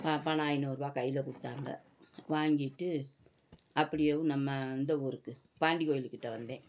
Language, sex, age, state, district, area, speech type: Tamil, female, 60+, Tamil Nadu, Madurai, urban, spontaneous